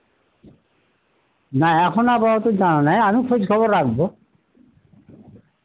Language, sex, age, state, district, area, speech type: Bengali, male, 60+, West Bengal, Murshidabad, rural, conversation